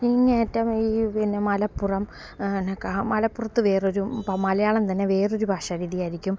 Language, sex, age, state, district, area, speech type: Malayalam, female, 45-60, Kerala, Alappuzha, rural, spontaneous